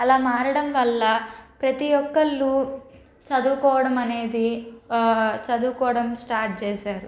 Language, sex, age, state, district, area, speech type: Telugu, female, 30-45, Andhra Pradesh, Palnadu, urban, spontaneous